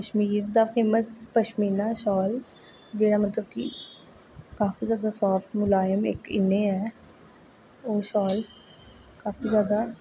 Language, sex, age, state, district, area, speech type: Dogri, female, 18-30, Jammu and Kashmir, Jammu, urban, spontaneous